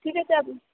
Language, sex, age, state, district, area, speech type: Bengali, female, 18-30, West Bengal, Purba Bardhaman, urban, conversation